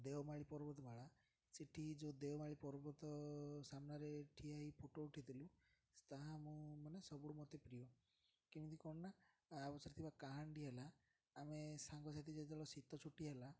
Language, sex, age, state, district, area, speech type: Odia, male, 18-30, Odisha, Ganjam, urban, spontaneous